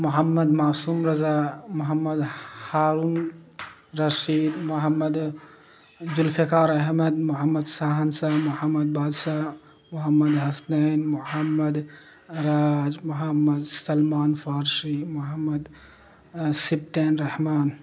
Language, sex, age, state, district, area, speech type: Urdu, male, 45-60, Bihar, Darbhanga, rural, spontaneous